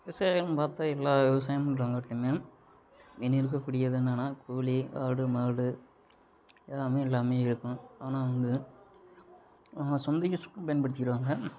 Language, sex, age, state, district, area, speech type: Tamil, male, 30-45, Tamil Nadu, Sivaganga, rural, spontaneous